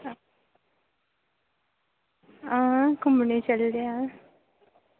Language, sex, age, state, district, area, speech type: Dogri, female, 18-30, Jammu and Kashmir, Reasi, rural, conversation